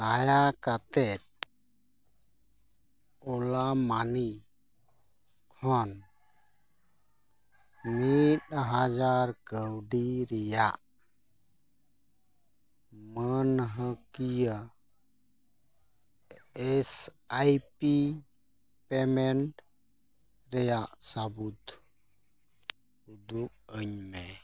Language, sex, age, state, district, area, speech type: Santali, male, 45-60, West Bengal, Bankura, rural, read